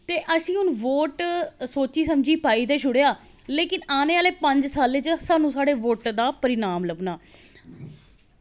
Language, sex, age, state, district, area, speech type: Dogri, female, 30-45, Jammu and Kashmir, Jammu, urban, spontaneous